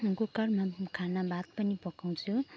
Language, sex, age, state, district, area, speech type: Nepali, female, 45-60, West Bengal, Jalpaiguri, urban, spontaneous